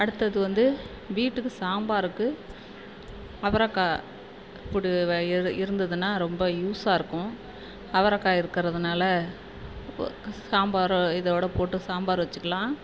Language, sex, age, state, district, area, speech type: Tamil, female, 45-60, Tamil Nadu, Perambalur, rural, spontaneous